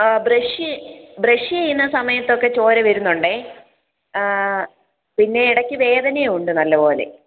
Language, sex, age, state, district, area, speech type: Malayalam, female, 30-45, Kerala, Idukki, rural, conversation